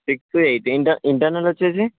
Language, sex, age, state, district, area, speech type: Telugu, male, 30-45, Telangana, Siddipet, rural, conversation